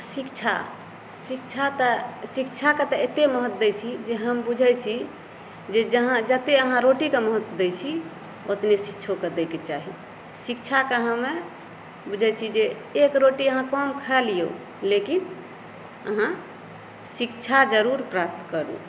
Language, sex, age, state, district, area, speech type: Maithili, female, 30-45, Bihar, Madhepura, urban, spontaneous